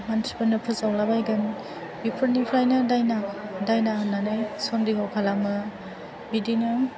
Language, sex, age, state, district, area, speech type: Bodo, female, 18-30, Assam, Chirang, urban, spontaneous